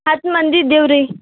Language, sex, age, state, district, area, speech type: Kannada, female, 18-30, Karnataka, Bidar, urban, conversation